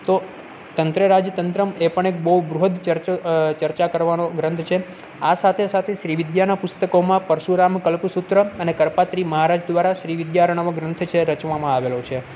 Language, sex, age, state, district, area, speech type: Gujarati, male, 30-45, Gujarat, Junagadh, urban, spontaneous